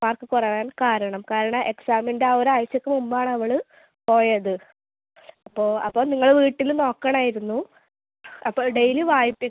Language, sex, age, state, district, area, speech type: Malayalam, female, 18-30, Kerala, Kasaragod, rural, conversation